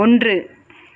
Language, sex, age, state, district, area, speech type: Tamil, female, 30-45, Tamil Nadu, Thoothukudi, urban, read